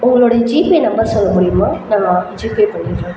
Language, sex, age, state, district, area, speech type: Tamil, female, 30-45, Tamil Nadu, Cuddalore, rural, spontaneous